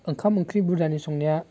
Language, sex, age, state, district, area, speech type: Bodo, male, 18-30, Assam, Baksa, rural, spontaneous